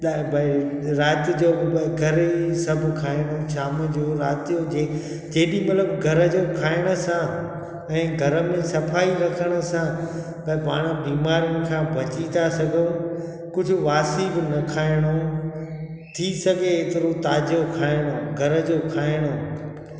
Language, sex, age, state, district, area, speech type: Sindhi, male, 45-60, Gujarat, Junagadh, rural, spontaneous